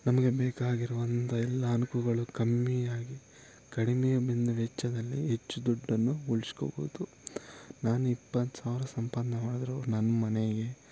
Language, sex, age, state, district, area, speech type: Kannada, male, 18-30, Karnataka, Kolar, rural, spontaneous